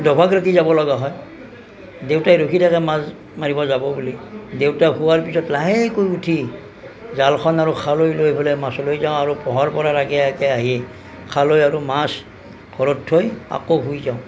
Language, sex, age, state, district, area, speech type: Assamese, male, 45-60, Assam, Nalbari, rural, spontaneous